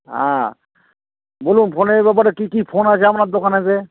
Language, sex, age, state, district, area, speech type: Bengali, male, 60+, West Bengal, Howrah, urban, conversation